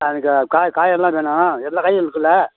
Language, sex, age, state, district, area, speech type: Tamil, male, 60+, Tamil Nadu, Thanjavur, rural, conversation